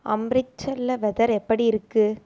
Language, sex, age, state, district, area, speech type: Tamil, female, 18-30, Tamil Nadu, Erode, rural, read